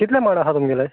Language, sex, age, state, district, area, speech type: Goan Konkani, male, 45-60, Goa, Canacona, rural, conversation